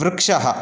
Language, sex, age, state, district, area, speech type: Sanskrit, male, 30-45, Karnataka, Udupi, urban, read